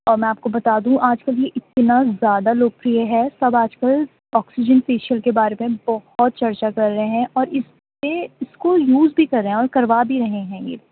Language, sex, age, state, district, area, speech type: Urdu, female, 18-30, Delhi, East Delhi, urban, conversation